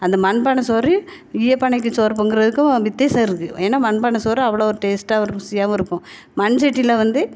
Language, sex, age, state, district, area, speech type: Tamil, female, 45-60, Tamil Nadu, Thoothukudi, urban, spontaneous